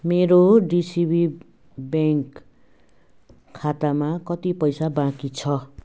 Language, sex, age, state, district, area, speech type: Nepali, female, 60+, West Bengal, Jalpaiguri, rural, read